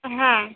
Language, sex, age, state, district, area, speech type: Bengali, female, 18-30, West Bengal, Howrah, urban, conversation